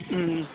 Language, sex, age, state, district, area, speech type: Telugu, male, 18-30, Telangana, Khammam, urban, conversation